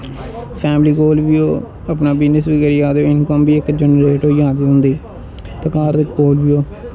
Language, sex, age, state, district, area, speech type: Dogri, male, 18-30, Jammu and Kashmir, Jammu, rural, spontaneous